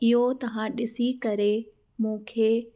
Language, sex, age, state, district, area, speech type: Sindhi, female, 30-45, Uttar Pradesh, Lucknow, urban, spontaneous